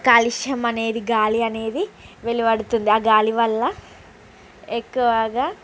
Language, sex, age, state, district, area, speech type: Telugu, female, 45-60, Andhra Pradesh, Srikakulam, urban, spontaneous